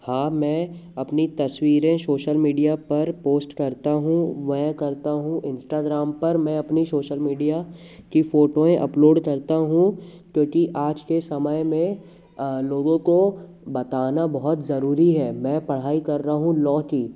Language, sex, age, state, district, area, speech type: Hindi, male, 30-45, Madhya Pradesh, Jabalpur, urban, spontaneous